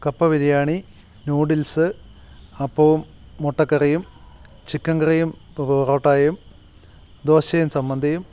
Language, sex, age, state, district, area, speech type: Malayalam, male, 45-60, Kerala, Kottayam, urban, spontaneous